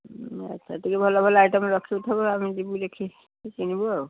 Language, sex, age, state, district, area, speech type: Odia, female, 60+, Odisha, Cuttack, urban, conversation